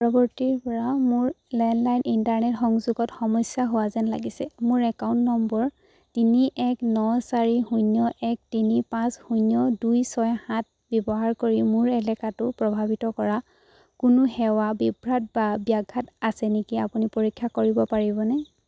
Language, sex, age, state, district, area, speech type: Assamese, female, 18-30, Assam, Charaideo, rural, read